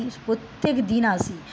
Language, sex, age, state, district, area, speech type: Bengali, female, 30-45, West Bengal, Paschim Medinipur, rural, spontaneous